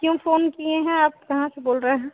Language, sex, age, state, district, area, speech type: Hindi, female, 18-30, Uttar Pradesh, Chandauli, rural, conversation